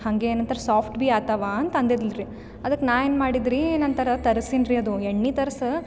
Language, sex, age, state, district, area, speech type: Kannada, female, 18-30, Karnataka, Gulbarga, urban, spontaneous